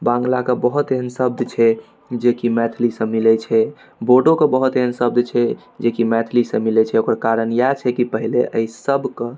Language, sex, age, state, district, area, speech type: Maithili, male, 18-30, Bihar, Darbhanga, urban, spontaneous